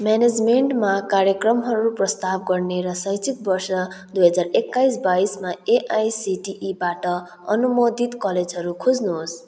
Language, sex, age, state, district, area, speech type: Nepali, male, 18-30, West Bengal, Kalimpong, rural, read